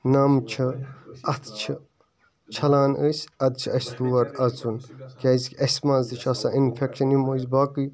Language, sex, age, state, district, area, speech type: Kashmiri, male, 18-30, Jammu and Kashmir, Bandipora, rural, spontaneous